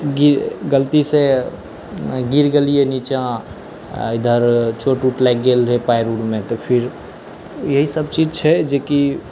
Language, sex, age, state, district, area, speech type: Maithili, male, 18-30, Bihar, Saharsa, rural, spontaneous